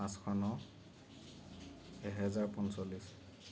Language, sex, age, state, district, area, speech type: Assamese, male, 30-45, Assam, Kamrup Metropolitan, urban, spontaneous